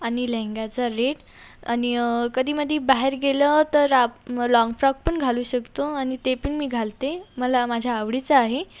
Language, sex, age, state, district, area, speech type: Marathi, female, 18-30, Maharashtra, Washim, rural, spontaneous